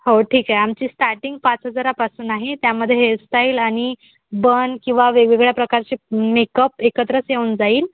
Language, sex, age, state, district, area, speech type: Marathi, female, 30-45, Maharashtra, Wardha, urban, conversation